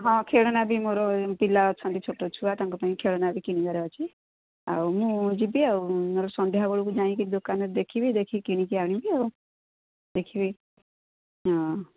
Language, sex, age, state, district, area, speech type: Odia, female, 60+, Odisha, Gajapati, rural, conversation